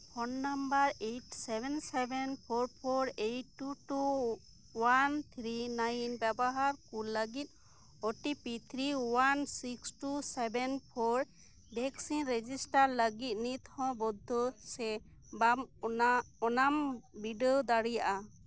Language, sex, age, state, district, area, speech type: Santali, female, 30-45, West Bengal, Birbhum, rural, read